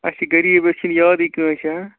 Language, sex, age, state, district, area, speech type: Kashmiri, male, 30-45, Jammu and Kashmir, Srinagar, urban, conversation